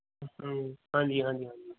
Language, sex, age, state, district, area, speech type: Punjabi, male, 30-45, Punjab, Shaheed Bhagat Singh Nagar, urban, conversation